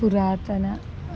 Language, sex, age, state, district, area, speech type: Sanskrit, female, 30-45, Karnataka, Dharwad, urban, spontaneous